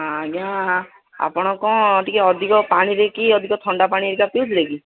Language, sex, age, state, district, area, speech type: Odia, male, 18-30, Odisha, Bhadrak, rural, conversation